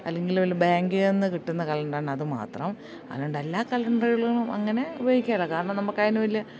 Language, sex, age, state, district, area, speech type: Malayalam, female, 45-60, Kerala, Idukki, rural, spontaneous